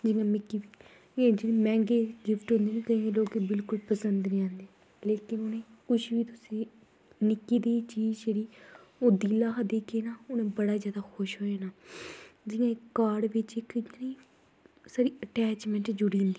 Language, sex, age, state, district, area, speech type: Dogri, female, 18-30, Jammu and Kashmir, Kathua, rural, spontaneous